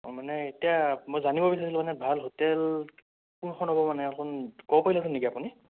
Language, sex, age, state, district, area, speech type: Assamese, male, 18-30, Assam, Sonitpur, rural, conversation